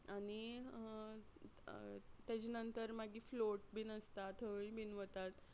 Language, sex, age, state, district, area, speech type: Goan Konkani, female, 30-45, Goa, Quepem, rural, spontaneous